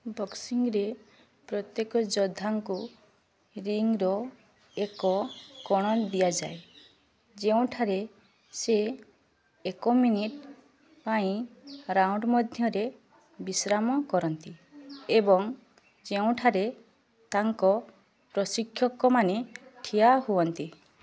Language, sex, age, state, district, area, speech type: Odia, female, 30-45, Odisha, Mayurbhanj, rural, read